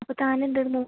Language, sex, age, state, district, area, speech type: Malayalam, female, 30-45, Kerala, Thrissur, rural, conversation